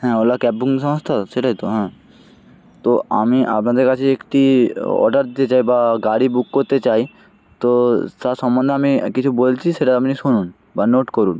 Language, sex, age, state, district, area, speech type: Bengali, male, 18-30, West Bengal, Jalpaiguri, rural, spontaneous